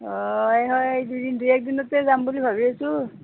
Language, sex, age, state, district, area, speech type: Assamese, female, 30-45, Assam, Nalbari, rural, conversation